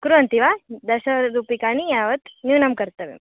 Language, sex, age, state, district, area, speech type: Sanskrit, female, 18-30, Karnataka, Chitradurga, rural, conversation